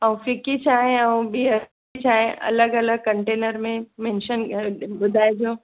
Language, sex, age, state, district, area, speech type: Sindhi, female, 60+, Maharashtra, Thane, urban, conversation